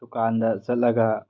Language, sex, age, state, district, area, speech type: Manipuri, male, 18-30, Manipur, Tengnoupal, rural, spontaneous